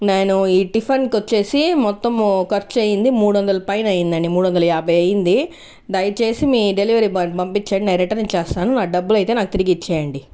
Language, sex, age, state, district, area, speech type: Telugu, female, 30-45, Andhra Pradesh, Sri Balaji, urban, spontaneous